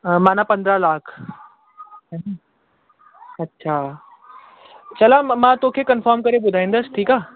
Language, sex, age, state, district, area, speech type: Sindhi, male, 18-30, Delhi, South Delhi, urban, conversation